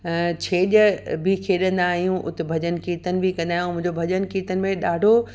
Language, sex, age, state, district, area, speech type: Sindhi, female, 60+, Uttar Pradesh, Lucknow, rural, spontaneous